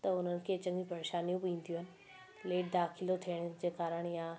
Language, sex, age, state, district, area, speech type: Sindhi, female, 18-30, Rajasthan, Ajmer, urban, spontaneous